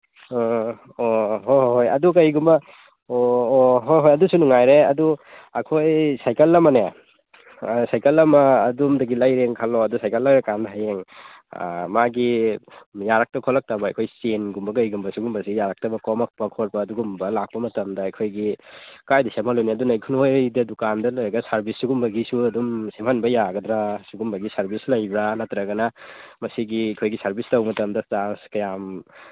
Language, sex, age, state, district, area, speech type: Manipuri, male, 18-30, Manipur, Churachandpur, rural, conversation